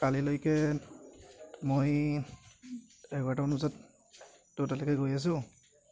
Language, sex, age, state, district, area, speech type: Assamese, male, 30-45, Assam, Goalpara, urban, spontaneous